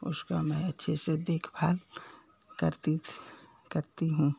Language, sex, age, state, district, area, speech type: Hindi, female, 60+, Uttar Pradesh, Ghazipur, urban, spontaneous